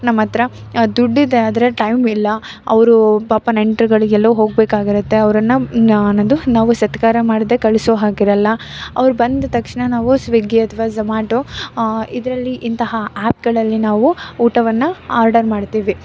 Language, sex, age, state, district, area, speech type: Kannada, female, 18-30, Karnataka, Mysore, rural, spontaneous